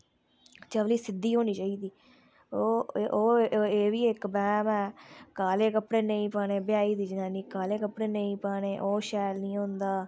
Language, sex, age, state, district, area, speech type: Dogri, female, 18-30, Jammu and Kashmir, Udhampur, rural, spontaneous